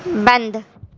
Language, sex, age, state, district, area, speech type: Urdu, female, 30-45, Delhi, Central Delhi, rural, read